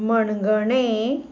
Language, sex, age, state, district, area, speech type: Goan Konkani, female, 45-60, Goa, Salcete, urban, spontaneous